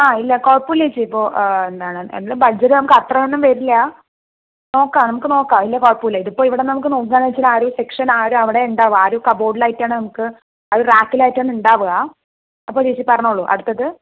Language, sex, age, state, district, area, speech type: Malayalam, female, 45-60, Kerala, Palakkad, rural, conversation